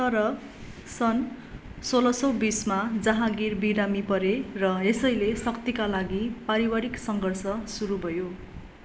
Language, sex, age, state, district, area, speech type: Nepali, female, 30-45, West Bengal, Darjeeling, rural, read